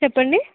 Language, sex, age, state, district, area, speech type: Telugu, female, 18-30, Telangana, Suryapet, urban, conversation